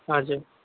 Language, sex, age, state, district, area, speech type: Nepali, male, 18-30, West Bengal, Kalimpong, rural, conversation